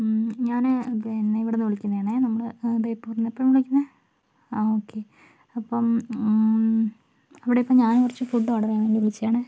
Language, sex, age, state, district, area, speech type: Malayalam, female, 45-60, Kerala, Kozhikode, urban, spontaneous